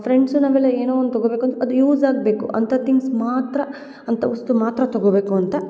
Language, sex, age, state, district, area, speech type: Kannada, female, 30-45, Karnataka, Hassan, urban, spontaneous